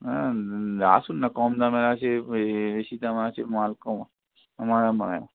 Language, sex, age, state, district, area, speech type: Bengali, male, 45-60, West Bengal, Hooghly, rural, conversation